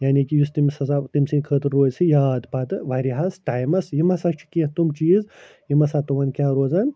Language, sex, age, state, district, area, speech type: Kashmiri, male, 45-60, Jammu and Kashmir, Srinagar, urban, spontaneous